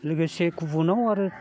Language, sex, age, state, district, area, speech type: Bodo, male, 60+, Assam, Baksa, urban, spontaneous